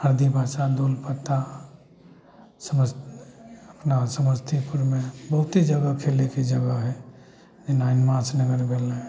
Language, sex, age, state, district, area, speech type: Maithili, male, 45-60, Bihar, Samastipur, rural, spontaneous